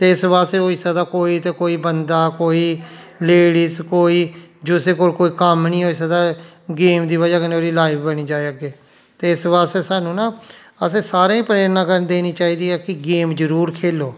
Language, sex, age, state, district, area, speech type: Dogri, male, 45-60, Jammu and Kashmir, Jammu, rural, spontaneous